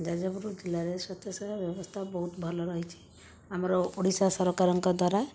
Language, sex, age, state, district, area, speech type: Odia, female, 60+, Odisha, Jajpur, rural, spontaneous